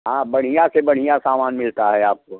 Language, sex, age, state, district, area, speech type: Hindi, male, 60+, Uttar Pradesh, Prayagraj, rural, conversation